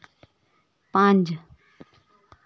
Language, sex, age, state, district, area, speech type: Dogri, female, 30-45, Jammu and Kashmir, Samba, urban, read